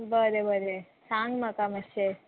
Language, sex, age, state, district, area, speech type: Goan Konkani, female, 18-30, Goa, Murmgao, urban, conversation